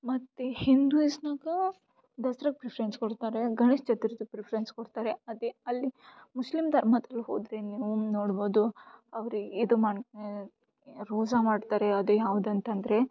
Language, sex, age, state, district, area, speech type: Kannada, female, 18-30, Karnataka, Gulbarga, urban, spontaneous